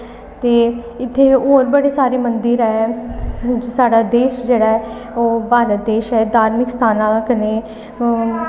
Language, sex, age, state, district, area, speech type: Dogri, female, 30-45, Jammu and Kashmir, Reasi, urban, spontaneous